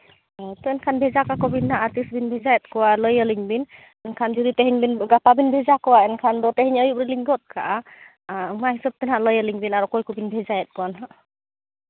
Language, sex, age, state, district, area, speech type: Santali, female, 18-30, Jharkhand, Seraikela Kharsawan, rural, conversation